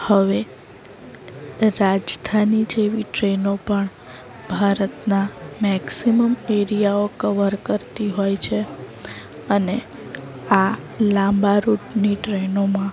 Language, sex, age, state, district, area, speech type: Gujarati, female, 30-45, Gujarat, Valsad, urban, spontaneous